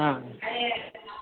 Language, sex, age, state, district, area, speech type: Tamil, female, 60+, Tamil Nadu, Tenkasi, urban, conversation